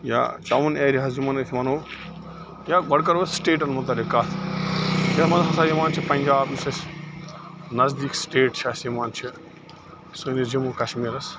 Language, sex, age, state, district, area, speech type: Kashmiri, male, 45-60, Jammu and Kashmir, Bandipora, rural, spontaneous